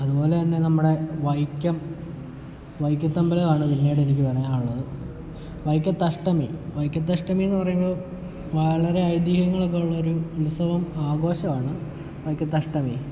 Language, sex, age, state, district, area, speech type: Malayalam, male, 18-30, Kerala, Kottayam, rural, spontaneous